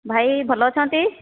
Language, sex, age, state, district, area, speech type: Odia, female, 30-45, Odisha, Kandhamal, rural, conversation